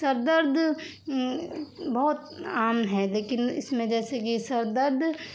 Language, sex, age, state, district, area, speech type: Urdu, female, 30-45, Bihar, Darbhanga, rural, spontaneous